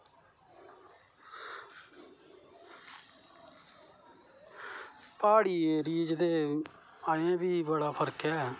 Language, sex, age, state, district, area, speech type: Dogri, male, 30-45, Jammu and Kashmir, Kathua, rural, spontaneous